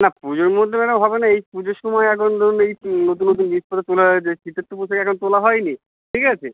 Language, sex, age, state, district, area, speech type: Bengali, male, 30-45, West Bengal, Uttar Dinajpur, urban, conversation